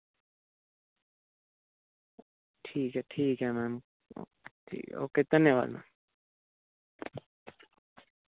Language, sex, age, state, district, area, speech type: Dogri, female, 30-45, Jammu and Kashmir, Reasi, urban, conversation